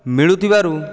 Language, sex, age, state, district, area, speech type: Odia, male, 30-45, Odisha, Dhenkanal, rural, spontaneous